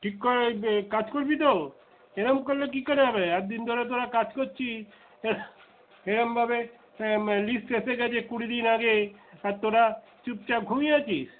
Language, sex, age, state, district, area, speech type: Bengali, male, 60+, West Bengal, Darjeeling, rural, conversation